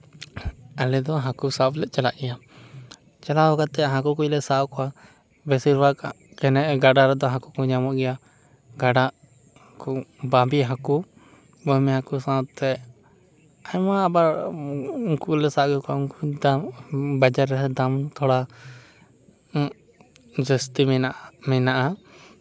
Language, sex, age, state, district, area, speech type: Santali, male, 18-30, West Bengal, Purba Bardhaman, rural, spontaneous